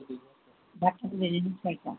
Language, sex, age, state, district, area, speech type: Telugu, female, 60+, Telangana, Hyderabad, urban, conversation